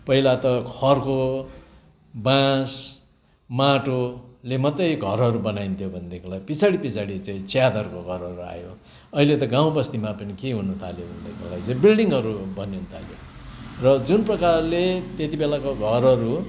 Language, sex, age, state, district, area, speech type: Nepali, male, 60+, West Bengal, Kalimpong, rural, spontaneous